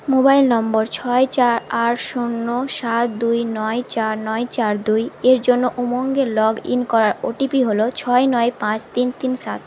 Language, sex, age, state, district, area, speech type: Bengali, female, 18-30, West Bengal, Malda, urban, read